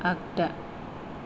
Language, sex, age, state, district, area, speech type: Bodo, female, 45-60, Assam, Kokrajhar, rural, read